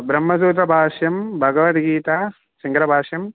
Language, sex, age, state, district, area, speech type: Sanskrit, male, 18-30, Telangana, Hyderabad, urban, conversation